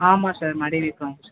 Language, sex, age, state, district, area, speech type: Tamil, male, 18-30, Tamil Nadu, Thanjavur, rural, conversation